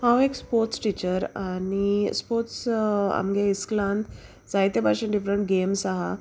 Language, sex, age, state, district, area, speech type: Goan Konkani, female, 30-45, Goa, Salcete, rural, spontaneous